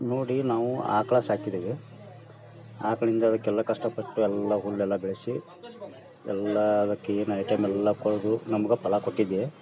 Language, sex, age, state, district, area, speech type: Kannada, male, 30-45, Karnataka, Dharwad, rural, spontaneous